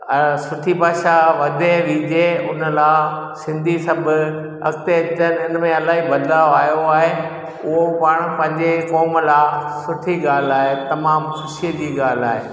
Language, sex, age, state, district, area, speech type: Sindhi, male, 60+, Gujarat, Junagadh, rural, spontaneous